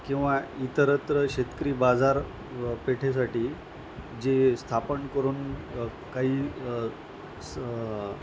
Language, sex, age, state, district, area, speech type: Marathi, male, 45-60, Maharashtra, Nanded, rural, spontaneous